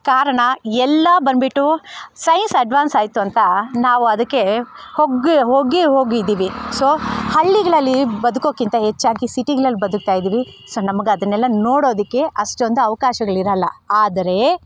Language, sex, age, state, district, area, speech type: Kannada, female, 30-45, Karnataka, Bangalore Rural, rural, spontaneous